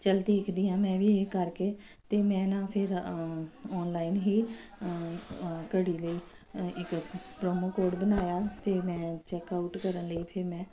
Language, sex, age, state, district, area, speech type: Punjabi, female, 45-60, Punjab, Kapurthala, urban, spontaneous